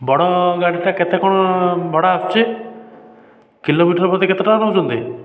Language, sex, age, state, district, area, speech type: Odia, male, 30-45, Odisha, Dhenkanal, rural, spontaneous